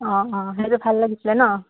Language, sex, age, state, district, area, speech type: Assamese, female, 18-30, Assam, Dhemaji, urban, conversation